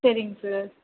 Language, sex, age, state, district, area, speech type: Tamil, female, 30-45, Tamil Nadu, Krishnagiri, rural, conversation